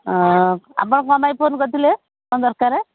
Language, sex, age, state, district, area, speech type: Odia, female, 45-60, Odisha, Kendujhar, urban, conversation